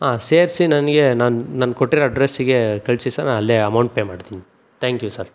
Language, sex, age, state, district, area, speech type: Kannada, male, 45-60, Karnataka, Chikkaballapur, urban, spontaneous